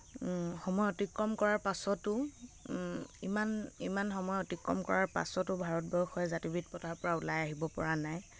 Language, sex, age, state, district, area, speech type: Assamese, female, 18-30, Assam, Lakhimpur, rural, spontaneous